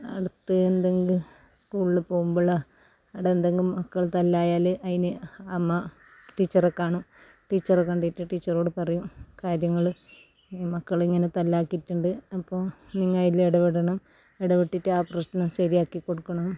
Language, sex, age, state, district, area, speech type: Malayalam, female, 45-60, Kerala, Kasaragod, rural, spontaneous